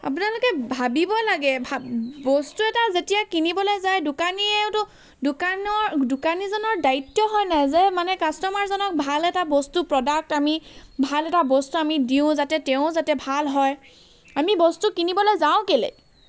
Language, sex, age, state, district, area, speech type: Assamese, female, 18-30, Assam, Charaideo, urban, spontaneous